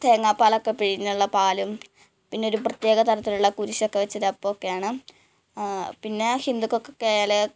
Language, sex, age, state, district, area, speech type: Malayalam, female, 18-30, Kerala, Malappuram, rural, spontaneous